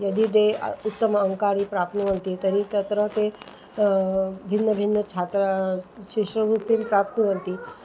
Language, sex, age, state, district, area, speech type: Sanskrit, female, 60+, Maharashtra, Nagpur, urban, spontaneous